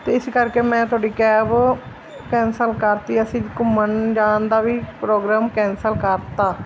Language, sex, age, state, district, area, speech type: Punjabi, female, 30-45, Punjab, Mansa, urban, spontaneous